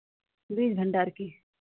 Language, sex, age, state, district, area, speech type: Hindi, female, 30-45, Uttar Pradesh, Pratapgarh, rural, conversation